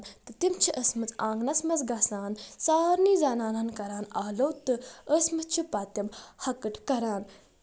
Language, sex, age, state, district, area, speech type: Kashmiri, female, 18-30, Jammu and Kashmir, Budgam, rural, spontaneous